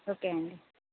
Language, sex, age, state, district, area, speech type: Telugu, female, 30-45, Telangana, Hanamkonda, urban, conversation